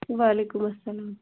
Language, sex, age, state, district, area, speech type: Kashmiri, female, 18-30, Jammu and Kashmir, Pulwama, rural, conversation